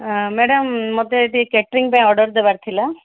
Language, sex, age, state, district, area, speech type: Odia, female, 30-45, Odisha, Koraput, urban, conversation